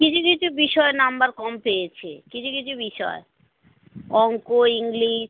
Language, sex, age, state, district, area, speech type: Bengali, female, 30-45, West Bengal, North 24 Parganas, urban, conversation